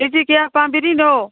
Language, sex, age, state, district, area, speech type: Manipuri, female, 60+, Manipur, Imphal East, rural, conversation